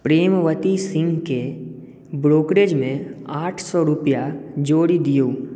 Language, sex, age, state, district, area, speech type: Maithili, male, 18-30, Bihar, Madhubani, rural, read